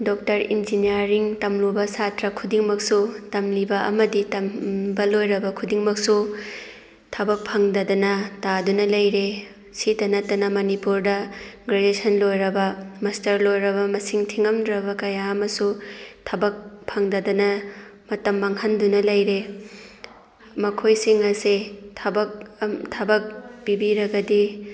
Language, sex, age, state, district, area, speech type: Manipuri, female, 30-45, Manipur, Thoubal, rural, spontaneous